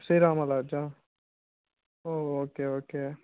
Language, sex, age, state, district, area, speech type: Telugu, male, 18-30, Andhra Pradesh, Annamaya, rural, conversation